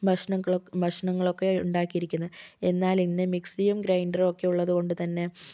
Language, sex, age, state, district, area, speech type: Malayalam, female, 18-30, Kerala, Kozhikode, urban, spontaneous